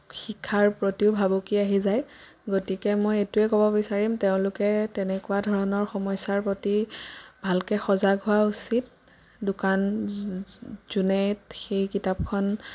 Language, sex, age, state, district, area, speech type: Assamese, female, 18-30, Assam, Sonitpur, rural, spontaneous